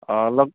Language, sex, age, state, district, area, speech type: Assamese, male, 18-30, Assam, Biswanath, rural, conversation